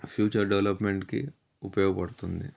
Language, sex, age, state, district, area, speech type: Telugu, male, 30-45, Telangana, Yadadri Bhuvanagiri, rural, spontaneous